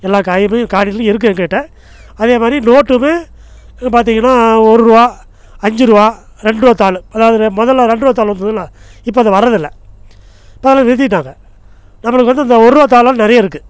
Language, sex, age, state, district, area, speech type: Tamil, male, 60+, Tamil Nadu, Namakkal, rural, spontaneous